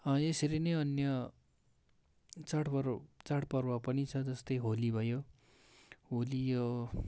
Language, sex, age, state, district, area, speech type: Nepali, male, 18-30, West Bengal, Darjeeling, rural, spontaneous